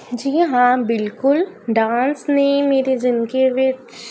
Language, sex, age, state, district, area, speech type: Punjabi, female, 18-30, Punjab, Faridkot, urban, spontaneous